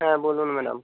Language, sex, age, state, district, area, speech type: Bengali, male, 18-30, West Bengal, North 24 Parganas, rural, conversation